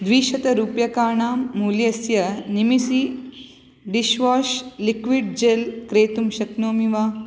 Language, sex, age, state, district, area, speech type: Sanskrit, female, 30-45, Karnataka, Udupi, urban, read